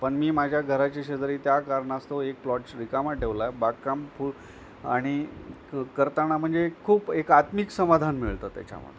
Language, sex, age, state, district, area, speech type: Marathi, male, 45-60, Maharashtra, Nanded, rural, spontaneous